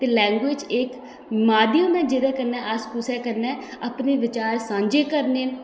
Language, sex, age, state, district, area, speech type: Dogri, female, 30-45, Jammu and Kashmir, Udhampur, rural, spontaneous